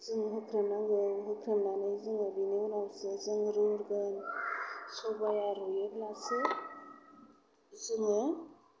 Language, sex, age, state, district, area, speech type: Bodo, female, 45-60, Assam, Kokrajhar, rural, spontaneous